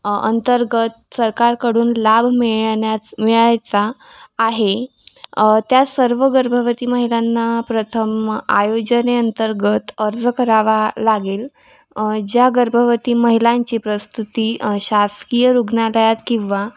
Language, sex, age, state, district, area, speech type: Marathi, female, 18-30, Maharashtra, Washim, rural, spontaneous